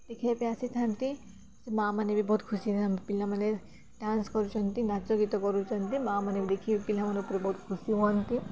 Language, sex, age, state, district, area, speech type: Odia, female, 18-30, Odisha, Koraput, urban, spontaneous